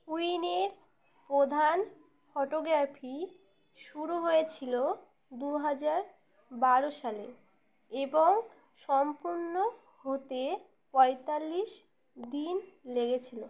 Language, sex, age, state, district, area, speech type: Bengali, female, 30-45, West Bengal, Uttar Dinajpur, urban, read